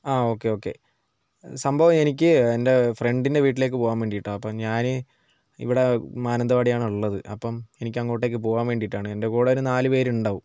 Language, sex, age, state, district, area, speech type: Malayalam, male, 30-45, Kerala, Wayanad, rural, spontaneous